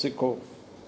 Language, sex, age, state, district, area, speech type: Sindhi, male, 60+, Rajasthan, Ajmer, urban, read